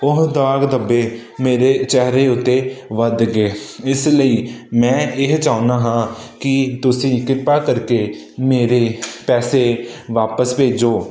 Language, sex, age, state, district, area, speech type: Punjabi, male, 18-30, Punjab, Hoshiarpur, urban, spontaneous